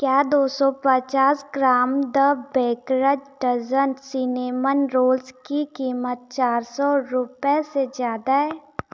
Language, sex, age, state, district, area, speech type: Hindi, female, 18-30, Madhya Pradesh, Betul, rural, read